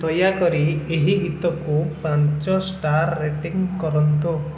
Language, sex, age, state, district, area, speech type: Odia, male, 18-30, Odisha, Cuttack, urban, read